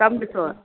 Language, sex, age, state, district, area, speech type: Sindhi, female, 45-60, Gujarat, Kutch, rural, conversation